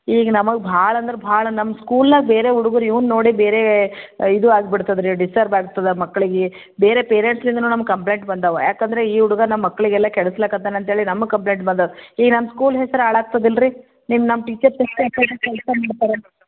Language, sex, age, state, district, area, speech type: Kannada, female, 45-60, Karnataka, Gulbarga, urban, conversation